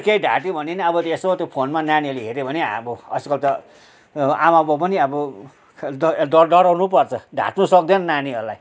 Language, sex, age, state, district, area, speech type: Nepali, male, 60+, West Bengal, Kalimpong, rural, spontaneous